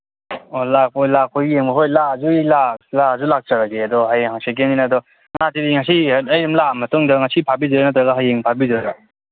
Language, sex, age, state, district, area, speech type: Manipuri, male, 18-30, Manipur, Kangpokpi, urban, conversation